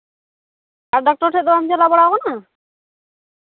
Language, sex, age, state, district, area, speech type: Santali, female, 18-30, Jharkhand, Pakur, rural, conversation